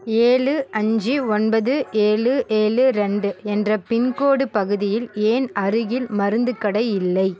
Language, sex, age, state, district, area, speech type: Tamil, female, 30-45, Tamil Nadu, Perambalur, rural, read